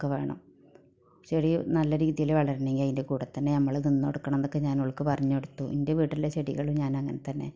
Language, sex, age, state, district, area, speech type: Malayalam, female, 45-60, Kerala, Malappuram, rural, spontaneous